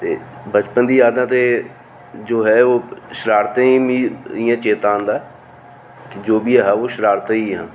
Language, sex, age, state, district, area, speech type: Dogri, male, 45-60, Jammu and Kashmir, Reasi, urban, spontaneous